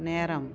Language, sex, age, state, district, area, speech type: Tamil, female, 30-45, Tamil Nadu, Tiruvannamalai, rural, read